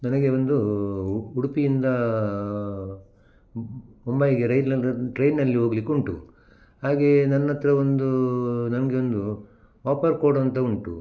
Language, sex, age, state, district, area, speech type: Kannada, male, 60+, Karnataka, Udupi, rural, spontaneous